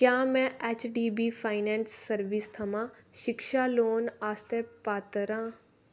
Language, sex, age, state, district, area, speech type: Dogri, female, 18-30, Jammu and Kashmir, Reasi, rural, read